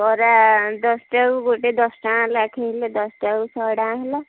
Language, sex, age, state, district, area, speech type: Odia, female, 45-60, Odisha, Gajapati, rural, conversation